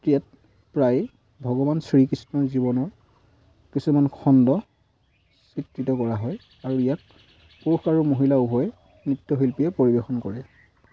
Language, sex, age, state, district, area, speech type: Assamese, male, 18-30, Assam, Sivasagar, rural, spontaneous